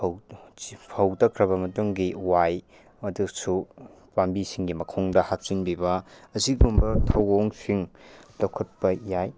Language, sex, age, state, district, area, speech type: Manipuri, male, 18-30, Manipur, Tengnoupal, rural, spontaneous